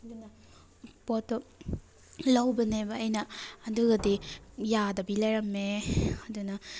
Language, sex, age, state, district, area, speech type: Manipuri, female, 30-45, Manipur, Thoubal, rural, spontaneous